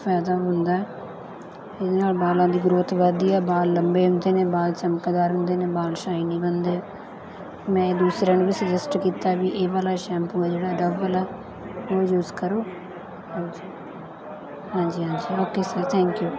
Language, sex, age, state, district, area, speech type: Punjabi, female, 30-45, Punjab, Mansa, rural, spontaneous